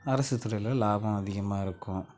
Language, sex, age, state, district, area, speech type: Tamil, male, 18-30, Tamil Nadu, Namakkal, rural, spontaneous